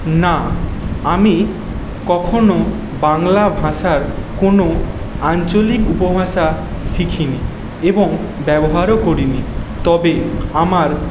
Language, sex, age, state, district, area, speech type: Bengali, male, 18-30, West Bengal, Paschim Medinipur, rural, spontaneous